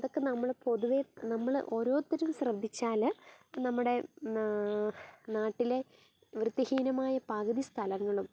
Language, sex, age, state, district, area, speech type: Malayalam, female, 30-45, Kerala, Kottayam, rural, spontaneous